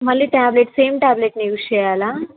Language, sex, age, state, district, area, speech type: Telugu, female, 18-30, Andhra Pradesh, Nellore, rural, conversation